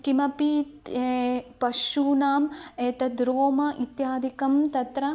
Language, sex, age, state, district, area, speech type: Sanskrit, female, 18-30, Karnataka, Chikkamagaluru, rural, spontaneous